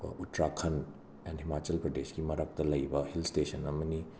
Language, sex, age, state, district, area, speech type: Manipuri, male, 30-45, Manipur, Imphal West, urban, spontaneous